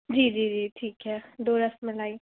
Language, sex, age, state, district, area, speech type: Hindi, female, 30-45, Madhya Pradesh, Balaghat, rural, conversation